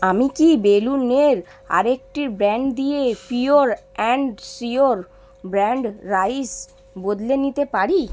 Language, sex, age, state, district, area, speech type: Bengali, female, 18-30, West Bengal, Kolkata, urban, read